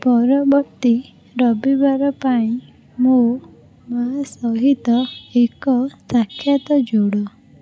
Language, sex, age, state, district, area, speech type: Odia, female, 45-60, Odisha, Puri, urban, read